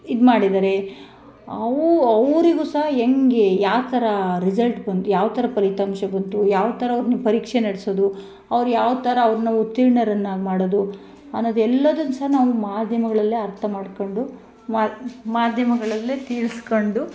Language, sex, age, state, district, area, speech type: Kannada, female, 30-45, Karnataka, Chikkamagaluru, rural, spontaneous